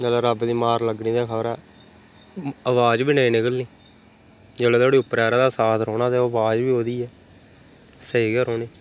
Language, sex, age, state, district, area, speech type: Dogri, male, 30-45, Jammu and Kashmir, Reasi, rural, spontaneous